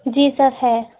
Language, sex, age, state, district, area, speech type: Hindi, female, 18-30, Madhya Pradesh, Gwalior, urban, conversation